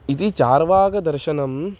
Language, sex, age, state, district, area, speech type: Sanskrit, male, 18-30, Maharashtra, Nagpur, urban, spontaneous